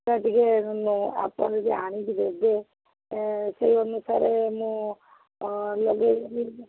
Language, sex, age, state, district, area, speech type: Odia, female, 60+, Odisha, Gajapati, rural, conversation